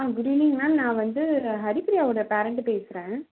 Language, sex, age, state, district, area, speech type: Tamil, female, 30-45, Tamil Nadu, Kanchipuram, urban, conversation